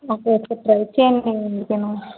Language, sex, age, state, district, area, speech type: Telugu, female, 30-45, Andhra Pradesh, Vizianagaram, rural, conversation